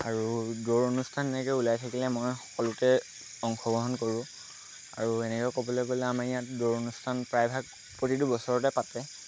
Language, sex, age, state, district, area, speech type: Assamese, male, 18-30, Assam, Lakhimpur, rural, spontaneous